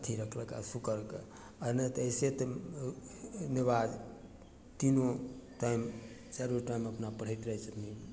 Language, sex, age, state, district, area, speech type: Maithili, male, 60+, Bihar, Begusarai, rural, spontaneous